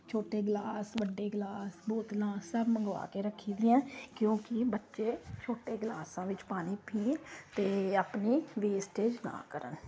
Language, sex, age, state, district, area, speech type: Punjabi, female, 30-45, Punjab, Kapurthala, urban, spontaneous